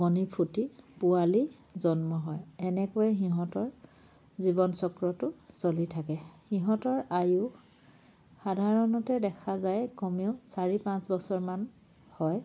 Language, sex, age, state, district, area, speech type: Assamese, female, 30-45, Assam, Charaideo, rural, spontaneous